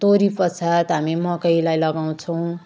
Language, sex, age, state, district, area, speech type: Nepali, female, 30-45, West Bengal, Jalpaiguri, rural, spontaneous